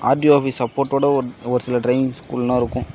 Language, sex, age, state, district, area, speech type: Tamil, male, 18-30, Tamil Nadu, Perambalur, rural, spontaneous